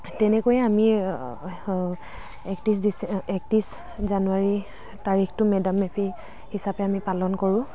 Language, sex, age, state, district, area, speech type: Assamese, female, 18-30, Assam, Dhemaji, rural, spontaneous